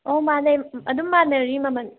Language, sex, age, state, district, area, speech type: Manipuri, female, 18-30, Manipur, Thoubal, rural, conversation